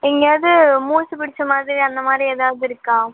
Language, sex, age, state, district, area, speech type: Tamil, female, 18-30, Tamil Nadu, Chennai, urban, conversation